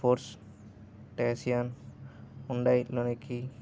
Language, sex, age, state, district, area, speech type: Telugu, male, 18-30, Andhra Pradesh, N T Rama Rao, urban, spontaneous